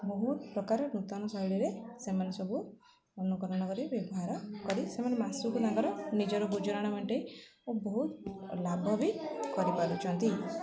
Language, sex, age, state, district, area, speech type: Odia, female, 18-30, Odisha, Jagatsinghpur, rural, spontaneous